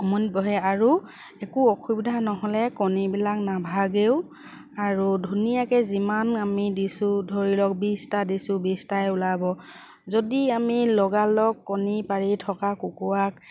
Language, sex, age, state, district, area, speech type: Assamese, female, 45-60, Assam, Dibrugarh, rural, spontaneous